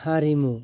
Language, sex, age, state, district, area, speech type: Bodo, male, 30-45, Assam, Kokrajhar, rural, spontaneous